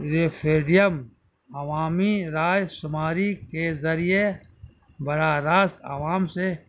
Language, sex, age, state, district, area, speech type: Urdu, male, 60+, Bihar, Gaya, urban, spontaneous